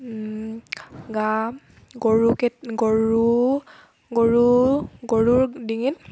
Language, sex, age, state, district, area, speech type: Assamese, female, 18-30, Assam, Tinsukia, urban, spontaneous